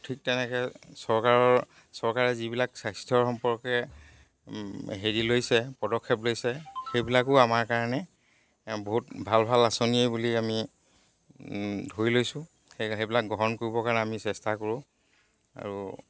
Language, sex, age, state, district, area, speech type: Assamese, male, 45-60, Assam, Dhemaji, rural, spontaneous